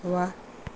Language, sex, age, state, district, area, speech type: Nepali, female, 60+, West Bengal, Jalpaiguri, rural, read